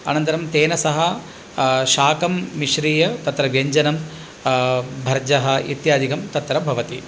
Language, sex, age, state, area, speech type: Sanskrit, male, 45-60, Tamil Nadu, rural, spontaneous